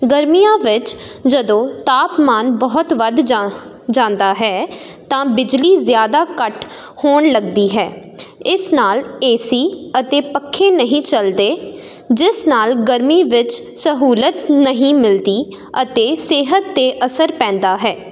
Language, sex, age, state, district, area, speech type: Punjabi, female, 18-30, Punjab, Jalandhar, urban, spontaneous